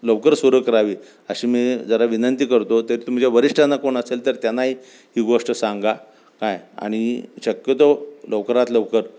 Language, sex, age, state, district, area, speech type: Marathi, male, 60+, Maharashtra, Sangli, rural, spontaneous